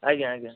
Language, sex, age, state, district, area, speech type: Odia, male, 45-60, Odisha, Kandhamal, rural, conversation